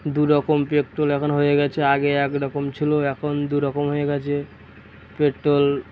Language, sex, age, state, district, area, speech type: Bengali, male, 18-30, West Bengal, Uttar Dinajpur, urban, spontaneous